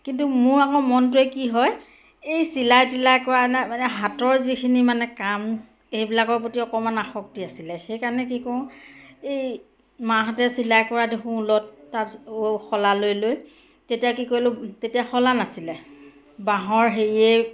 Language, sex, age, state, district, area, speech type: Assamese, female, 45-60, Assam, Majuli, rural, spontaneous